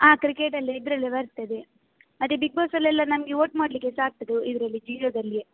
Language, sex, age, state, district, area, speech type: Kannada, female, 18-30, Karnataka, Udupi, rural, conversation